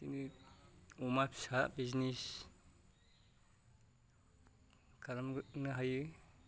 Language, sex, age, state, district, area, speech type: Bodo, male, 45-60, Assam, Kokrajhar, urban, spontaneous